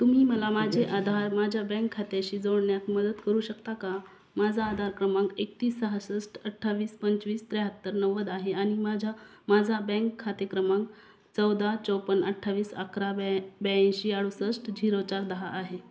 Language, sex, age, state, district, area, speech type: Marathi, female, 18-30, Maharashtra, Beed, rural, read